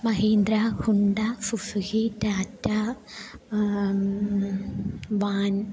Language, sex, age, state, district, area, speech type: Malayalam, female, 18-30, Kerala, Idukki, rural, spontaneous